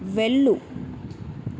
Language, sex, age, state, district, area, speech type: Telugu, female, 18-30, Telangana, Yadadri Bhuvanagiri, urban, read